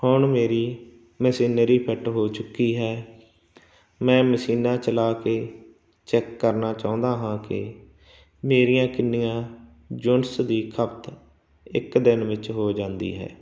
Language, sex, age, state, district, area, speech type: Punjabi, male, 45-60, Punjab, Barnala, rural, spontaneous